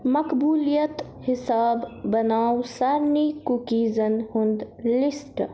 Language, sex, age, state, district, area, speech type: Kashmiri, female, 30-45, Jammu and Kashmir, Baramulla, urban, read